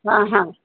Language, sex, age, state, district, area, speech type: Marathi, female, 60+, Maharashtra, Kolhapur, urban, conversation